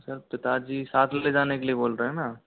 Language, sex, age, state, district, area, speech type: Hindi, male, 45-60, Rajasthan, Karauli, rural, conversation